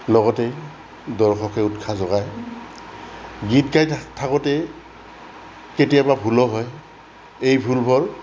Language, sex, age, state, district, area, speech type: Assamese, male, 60+, Assam, Goalpara, urban, spontaneous